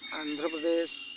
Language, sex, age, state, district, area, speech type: Odia, male, 45-60, Odisha, Kendrapara, urban, spontaneous